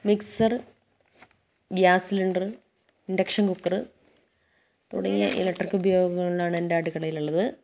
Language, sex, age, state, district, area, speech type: Malayalam, female, 30-45, Kerala, Wayanad, rural, spontaneous